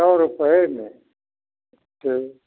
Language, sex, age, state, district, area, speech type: Hindi, male, 60+, Uttar Pradesh, Prayagraj, rural, conversation